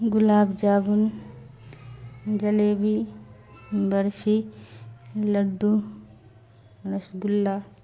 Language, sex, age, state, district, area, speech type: Urdu, female, 45-60, Bihar, Darbhanga, rural, spontaneous